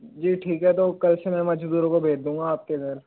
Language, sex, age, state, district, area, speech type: Hindi, male, 18-30, Rajasthan, Jaipur, urban, conversation